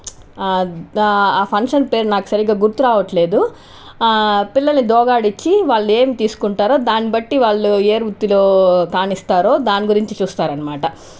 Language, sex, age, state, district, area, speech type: Telugu, female, 30-45, Andhra Pradesh, Chittoor, urban, spontaneous